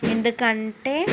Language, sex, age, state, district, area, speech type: Telugu, female, 30-45, Andhra Pradesh, Srikakulam, urban, spontaneous